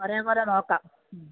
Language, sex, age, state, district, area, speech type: Malayalam, female, 45-60, Kerala, Pathanamthitta, rural, conversation